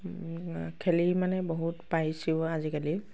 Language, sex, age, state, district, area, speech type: Assamese, female, 30-45, Assam, Nagaon, rural, spontaneous